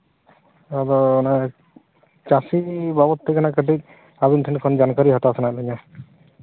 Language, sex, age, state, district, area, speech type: Santali, male, 30-45, Jharkhand, Seraikela Kharsawan, rural, conversation